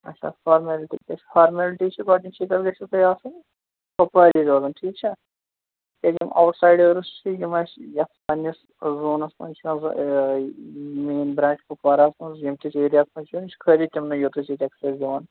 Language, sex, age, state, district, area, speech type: Kashmiri, male, 30-45, Jammu and Kashmir, Kupwara, rural, conversation